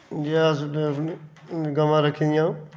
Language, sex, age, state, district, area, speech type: Dogri, male, 45-60, Jammu and Kashmir, Reasi, rural, spontaneous